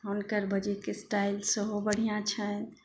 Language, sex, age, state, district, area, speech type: Maithili, female, 45-60, Bihar, Madhubani, rural, spontaneous